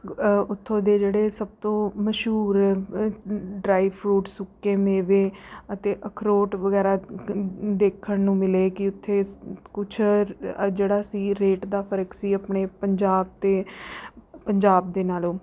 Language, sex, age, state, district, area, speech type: Punjabi, female, 30-45, Punjab, Rupnagar, urban, spontaneous